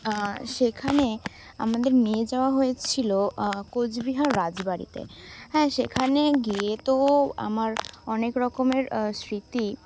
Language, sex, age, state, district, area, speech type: Bengali, female, 18-30, West Bengal, Alipurduar, rural, spontaneous